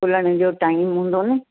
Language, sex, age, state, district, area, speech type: Sindhi, female, 60+, Uttar Pradesh, Lucknow, rural, conversation